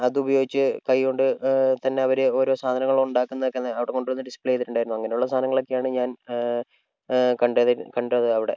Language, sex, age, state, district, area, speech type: Malayalam, male, 18-30, Kerala, Kozhikode, urban, spontaneous